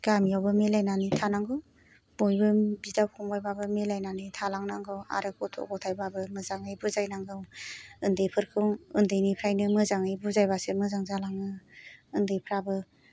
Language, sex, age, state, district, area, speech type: Bodo, female, 60+, Assam, Kokrajhar, urban, spontaneous